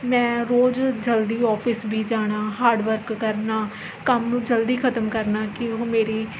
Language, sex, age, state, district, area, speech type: Punjabi, female, 18-30, Punjab, Mohali, rural, spontaneous